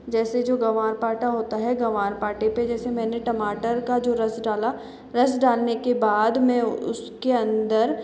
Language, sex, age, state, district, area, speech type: Hindi, female, 60+, Rajasthan, Jaipur, urban, spontaneous